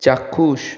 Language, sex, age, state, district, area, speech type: Bengali, male, 45-60, West Bengal, Purulia, urban, read